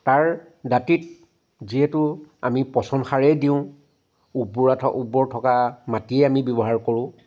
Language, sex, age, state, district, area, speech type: Assamese, male, 45-60, Assam, Charaideo, urban, spontaneous